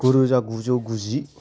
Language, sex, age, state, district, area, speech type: Bodo, male, 30-45, Assam, Kokrajhar, rural, spontaneous